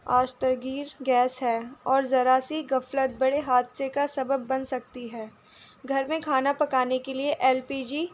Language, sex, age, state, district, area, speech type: Urdu, female, 18-30, Delhi, North East Delhi, urban, spontaneous